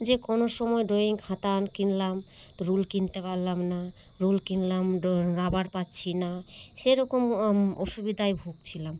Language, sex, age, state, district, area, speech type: Bengali, female, 30-45, West Bengal, Malda, urban, spontaneous